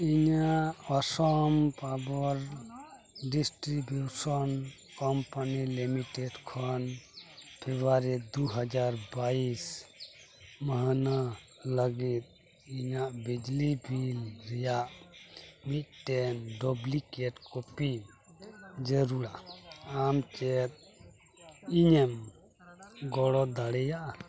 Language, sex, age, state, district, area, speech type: Santali, male, 30-45, West Bengal, Dakshin Dinajpur, rural, read